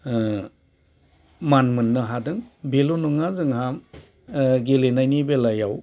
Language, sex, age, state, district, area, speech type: Bodo, male, 45-60, Assam, Udalguri, urban, spontaneous